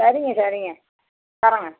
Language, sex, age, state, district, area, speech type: Tamil, female, 60+, Tamil Nadu, Kallakurichi, urban, conversation